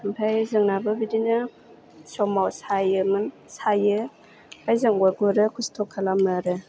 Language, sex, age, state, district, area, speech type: Bodo, female, 30-45, Assam, Chirang, urban, spontaneous